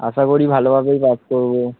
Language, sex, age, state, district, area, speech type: Bengali, male, 18-30, West Bengal, Darjeeling, urban, conversation